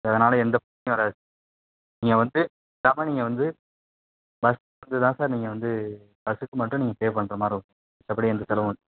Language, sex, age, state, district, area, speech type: Tamil, male, 18-30, Tamil Nadu, Tiruvarur, rural, conversation